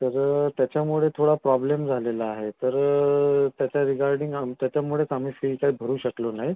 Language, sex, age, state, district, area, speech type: Marathi, male, 30-45, Maharashtra, Amravati, urban, conversation